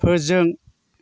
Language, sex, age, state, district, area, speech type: Bodo, male, 60+, Assam, Chirang, rural, read